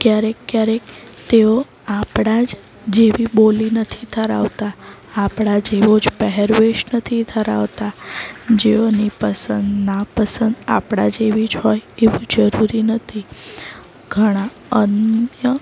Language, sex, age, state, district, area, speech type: Gujarati, female, 30-45, Gujarat, Valsad, urban, spontaneous